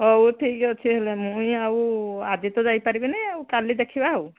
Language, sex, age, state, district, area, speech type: Odia, female, 45-60, Odisha, Angul, rural, conversation